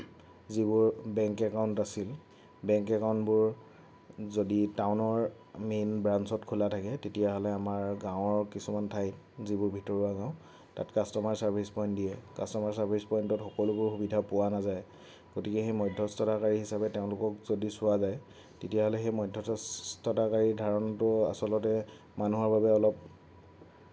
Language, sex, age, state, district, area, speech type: Assamese, male, 18-30, Assam, Lakhimpur, rural, spontaneous